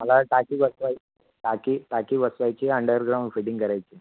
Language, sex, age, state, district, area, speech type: Marathi, male, 18-30, Maharashtra, Thane, urban, conversation